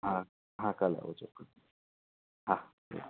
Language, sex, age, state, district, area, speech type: Gujarati, male, 45-60, Gujarat, Anand, urban, conversation